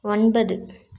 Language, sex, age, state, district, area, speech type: Tamil, female, 18-30, Tamil Nadu, Nilgiris, rural, read